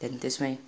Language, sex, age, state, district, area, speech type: Nepali, male, 18-30, West Bengal, Darjeeling, rural, spontaneous